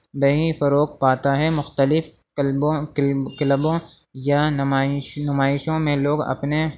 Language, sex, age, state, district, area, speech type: Urdu, male, 18-30, Uttar Pradesh, Rampur, urban, spontaneous